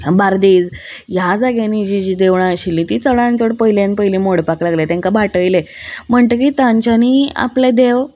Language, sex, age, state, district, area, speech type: Goan Konkani, female, 18-30, Goa, Ponda, rural, spontaneous